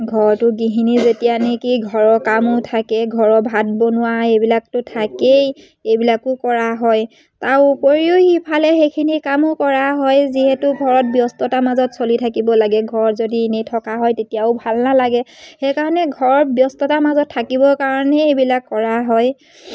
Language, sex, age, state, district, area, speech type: Assamese, female, 30-45, Assam, Dibrugarh, rural, spontaneous